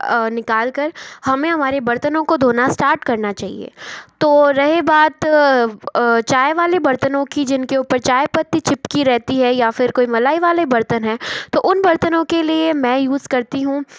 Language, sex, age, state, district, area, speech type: Hindi, female, 45-60, Rajasthan, Jodhpur, urban, spontaneous